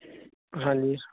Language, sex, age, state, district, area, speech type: Punjabi, male, 18-30, Punjab, Fazilka, rural, conversation